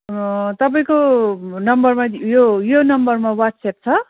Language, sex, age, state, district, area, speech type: Nepali, female, 45-60, West Bengal, Jalpaiguri, urban, conversation